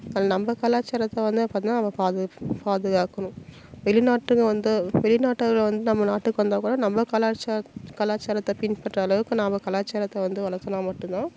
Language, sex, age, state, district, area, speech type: Tamil, female, 30-45, Tamil Nadu, Salem, rural, spontaneous